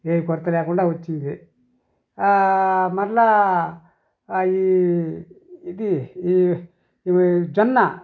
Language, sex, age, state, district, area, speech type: Telugu, male, 60+, Andhra Pradesh, Sri Balaji, rural, spontaneous